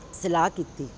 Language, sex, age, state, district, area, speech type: Punjabi, female, 45-60, Punjab, Ludhiana, urban, spontaneous